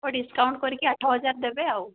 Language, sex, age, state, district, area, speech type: Odia, female, 18-30, Odisha, Mayurbhanj, rural, conversation